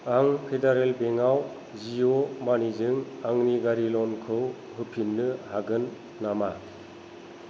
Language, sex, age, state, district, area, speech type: Bodo, female, 45-60, Assam, Kokrajhar, rural, read